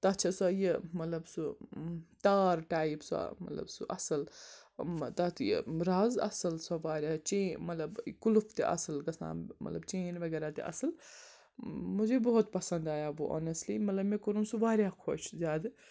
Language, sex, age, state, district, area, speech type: Kashmiri, female, 60+, Jammu and Kashmir, Srinagar, urban, spontaneous